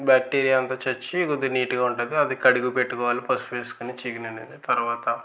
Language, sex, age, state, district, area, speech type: Telugu, male, 18-30, Andhra Pradesh, Eluru, rural, spontaneous